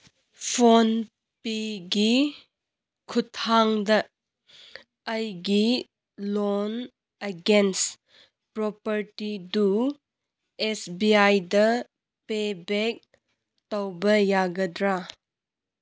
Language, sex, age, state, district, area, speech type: Manipuri, female, 18-30, Manipur, Kangpokpi, urban, read